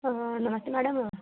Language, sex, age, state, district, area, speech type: Dogri, female, 18-30, Jammu and Kashmir, Jammu, urban, conversation